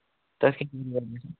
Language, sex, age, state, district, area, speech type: Kashmiri, male, 18-30, Jammu and Kashmir, Pulwama, rural, conversation